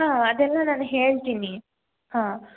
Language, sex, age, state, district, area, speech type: Kannada, female, 18-30, Karnataka, Hassan, urban, conversation